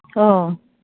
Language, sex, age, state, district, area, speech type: Bodo, female, 45-60, Assam, Udalguri, urban, conversation